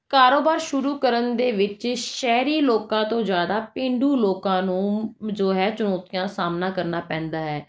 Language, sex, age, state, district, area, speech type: Punjabi, female, 30-45, Punjab, Jalandhar, urban, spontaneous